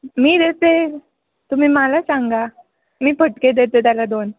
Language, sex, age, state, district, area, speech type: Marathi, female, 18-30, Maharashtra, Nashik, urban, conversation